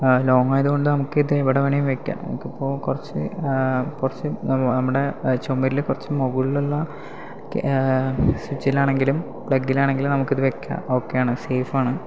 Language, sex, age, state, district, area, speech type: Malayalam, male, 18-30, Kerala, Palakkad, rural, spontaneous